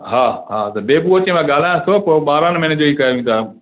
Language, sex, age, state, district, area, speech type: Sindhi, male, 60+, Gujarat, Kutch, rural, conversation